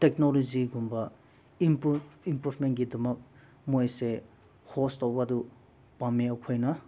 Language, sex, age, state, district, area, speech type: Manipuri, male, 18-30, Manipur, Senapati, rural, spontaneous